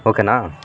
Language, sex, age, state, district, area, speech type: Kannada, male, 18-30, Karnataka, Shimoga, urban, spontaneous